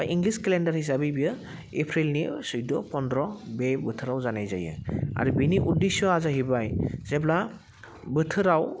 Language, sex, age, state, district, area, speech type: Bodo, male, 30-45, Assam, Udalguri, urban, spontaneous